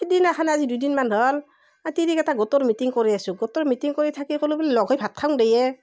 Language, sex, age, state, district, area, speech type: Assamese, female, 45-60, Assam, Barpeta, rural, spontaneous